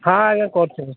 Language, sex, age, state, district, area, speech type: Odia, male, 60+, Odisha, Gajapati, rural, conversation